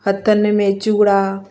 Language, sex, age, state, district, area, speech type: Sindhi, female, 45-60, Uttar Pradesh, Lucknow, urban, spontaneous